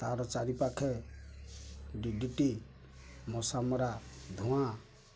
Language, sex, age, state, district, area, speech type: Odia, male, 60+, Odisha, Kendrapara, urban, spontaneous